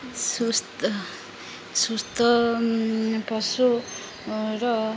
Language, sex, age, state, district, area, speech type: Odia, female, 30-45, Odisha, Jagatsinghpur, rural, spontaneous